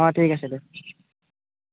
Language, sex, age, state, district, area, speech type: Assamese, male, 30-45, Assam, Biswanath, rural, conversation